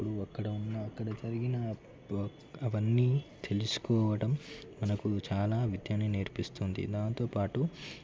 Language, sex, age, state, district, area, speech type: Telugu, male, 18-30, Telangana, Ranga Reddy, urban, spontaneous